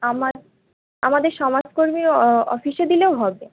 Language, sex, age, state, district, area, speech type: Bengali, female, 18-30, West Bengal, Birbhum, urban, conversation